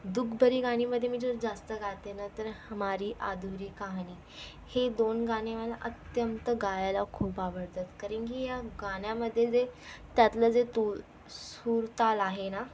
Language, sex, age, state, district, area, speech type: Marathi, female, 18-30, Maharashtra, Thane, urban, spontaneous